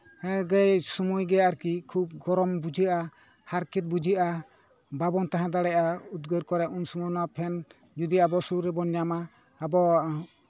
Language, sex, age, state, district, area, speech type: Santali, male, 45-60, West Bengal, Bankura, rural, spontaneous